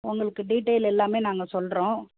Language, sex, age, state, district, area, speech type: Tamil, female, 45-60, Tamil Nadu, Thanjavur, rural, conversation